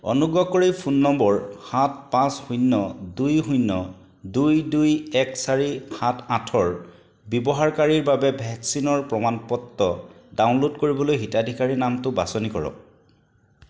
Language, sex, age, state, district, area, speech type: Assamese, male, 45-60, Assam, Charaideo, urban, read